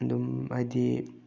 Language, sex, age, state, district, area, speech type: Manipuri, male, 18-30, Manipur, Bishnupur, rural, spontaneous